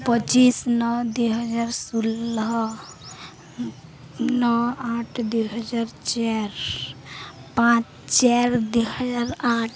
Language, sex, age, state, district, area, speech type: Odia, female, 18-30, Odisha, Balangir, urban, spontaneous